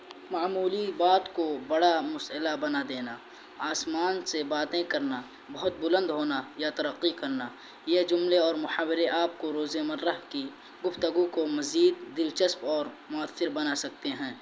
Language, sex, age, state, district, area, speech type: Urdu, male, 18-30, Uttar Pradesh, Balrampur, rural, spontaneous